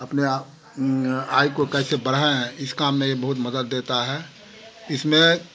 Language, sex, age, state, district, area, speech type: Hindi, male, 60+, Bihar, Darbhanga, rural, spontaneous